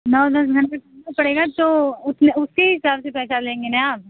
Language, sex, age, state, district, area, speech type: Hindi, female, 30-45, Uttar Pradesh, Mirzapur, rural, conversation